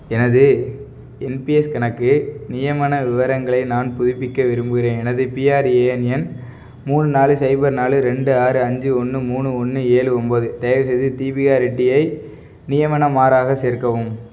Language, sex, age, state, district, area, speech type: Tamil, male, 18-30, Tamil Nadu, Perambalur, rural, read